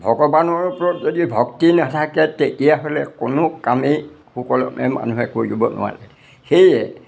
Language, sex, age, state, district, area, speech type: Assamese, male, 60+, Assam, Majuli, urban, spontaneous